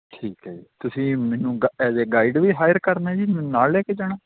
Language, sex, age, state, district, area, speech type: Punjabi, male, 30-45, Punjab, Kapurthala, rural, conversation